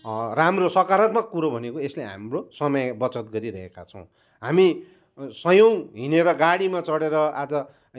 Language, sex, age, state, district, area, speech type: Nepali, male, 45-60, West Bengal, Kalimpong, rural, spontaneous